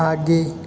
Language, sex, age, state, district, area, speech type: Hindi, male, 45-60, Rajasthan, Jodhpur, urban, read